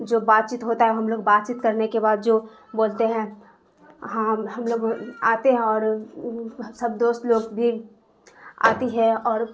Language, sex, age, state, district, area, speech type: Urdu, female, 30-45, Bihar, Darbhanga, rural, spontaneous